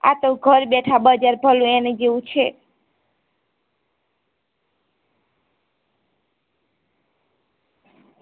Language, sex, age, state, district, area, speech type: Gujarati, female, 18-30, Gujarat, Ahmedabad, urban, conversation